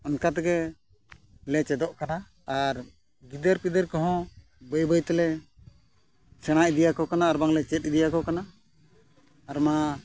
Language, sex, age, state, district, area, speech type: Santali, male, 45-60, Odisha, Mayurbhanj, rural, spontaneous